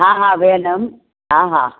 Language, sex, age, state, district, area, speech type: Sindhi, female, 60+, Maharashtra, Mumbai Suburban, urban, conversation